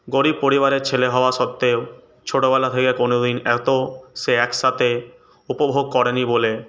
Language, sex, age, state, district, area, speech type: Bengali, male, 18-30, West Bengal, Purulia, urban, spontaneous